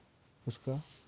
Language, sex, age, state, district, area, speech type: Hindi, male, 30-45, Madhya Pradesh, Betul, rural, spontaneous